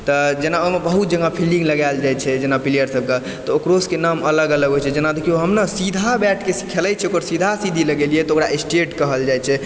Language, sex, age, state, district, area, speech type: Maithili, male, 18-30, Bihar, Supaul, rural, spontaneous